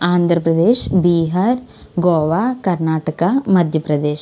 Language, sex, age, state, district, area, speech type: Telugu, female, 18-30, Andhra Pradesh, Konaseema, urban, spontaneous